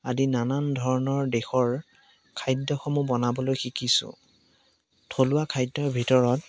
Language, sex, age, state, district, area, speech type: Assamese, male, 18-30, Assam, Biswanath, rural, spontaneous